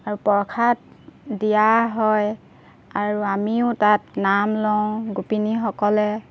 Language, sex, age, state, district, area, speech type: Assamese, female, 30-45, Assam, Golaghat, urban, spontaneous